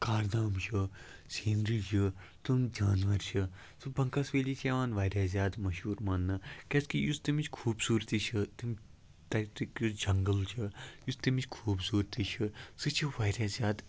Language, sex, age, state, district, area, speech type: Kashmiri, male, 30-45, Jammu and Kashmir, Kupwara, rural, spontaneous